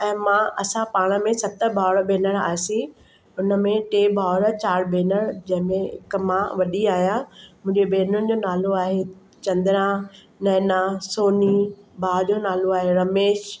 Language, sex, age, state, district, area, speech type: Sindhi, female, 60+, Maharashtra, Mumbai Suburban, urban, spontaneous